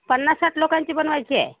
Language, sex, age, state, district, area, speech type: Marathi, female, 45-60, Maharashtra, Yavatmal, rural, conversation